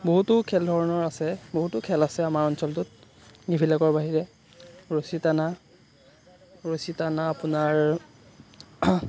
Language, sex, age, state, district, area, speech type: Assamese, male, 18-30, Assam, Sonitpur, rural, spontaneous